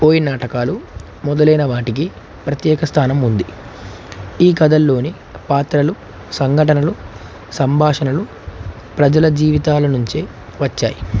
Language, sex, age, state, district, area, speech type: Telugu, male, 18-30, Telangana, Nagarkurnool, urban, spontaneous